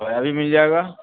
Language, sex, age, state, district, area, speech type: Urdu, male, 60+, Delhi, North East Delhi, urban, conversation